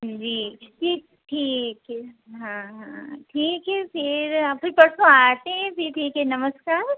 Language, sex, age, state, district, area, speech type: Hindi, female, 60+, Uttar Pradesh, Hardoi, rural, conversation